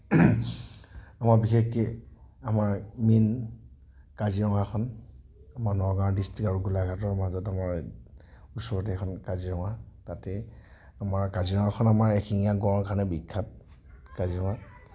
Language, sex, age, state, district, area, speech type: Assamese, male, 45-60, Assam, Nagaon, rural, spontaneous